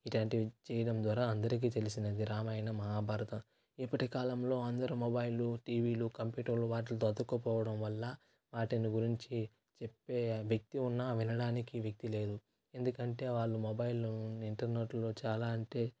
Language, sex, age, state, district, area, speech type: Telugu, male, 18-30, Andhra Pradesh, Sri Balaji, rural, spontaneous